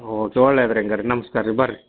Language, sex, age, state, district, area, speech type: Kannada, male, 45-60, Karnataka, Dharwad, rural, conversation